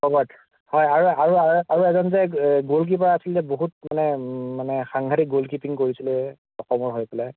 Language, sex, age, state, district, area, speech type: Assamese, male, 30-45, Assam, Kamrup Metropolitan, urban, conversation